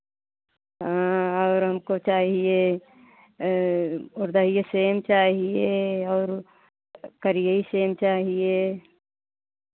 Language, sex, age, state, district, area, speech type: Hindi, female, 60+, Uttar Pradesh, Pratapgarh, rural, conversation